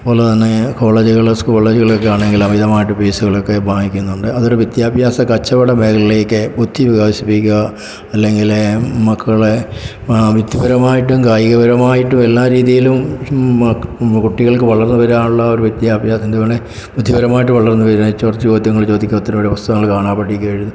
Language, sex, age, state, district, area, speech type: Malayalam, male, 60+, Kerala, Pathanamthitta, rural, spontaneous